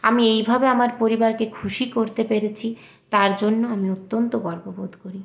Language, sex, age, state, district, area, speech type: Bengali, female, 18-30, West Bengal, Purulia, urban, spontaneous